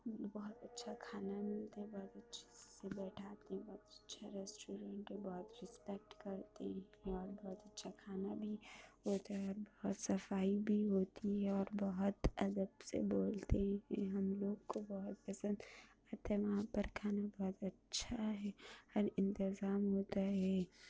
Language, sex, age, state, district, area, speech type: Urdu, female, 60+, Uttar Pradesh, Lucknow, urban, spontaneous